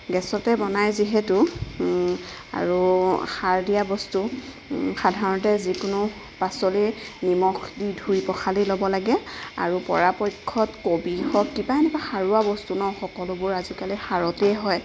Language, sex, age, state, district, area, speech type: Assamese, female, 30-45, Assam, Nagaon, rural, spontaneous